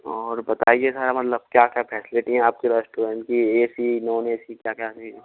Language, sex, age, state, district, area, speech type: Hindi, male, 60+, Rajasthan, Karauli, rural, conversation